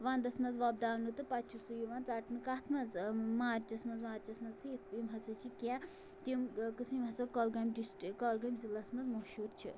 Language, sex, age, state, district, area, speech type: Kashmiri, female, 18-30, Jammu and Kashmir, Kulgam, rural, spontaneous